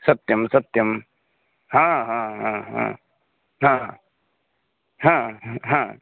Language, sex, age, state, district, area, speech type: Sanskrit, male, 18-30, Karnataka, Uttara Kannada, rural, conversation